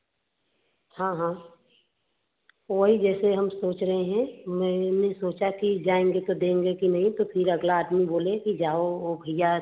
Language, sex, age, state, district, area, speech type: Hindi, female, 30-45, Uttar Pradesh, Varanasi, urban, conversation